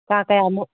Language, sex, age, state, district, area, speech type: Manipuri, female, 30-45, Manipur, Kangpokpi, urban, conversation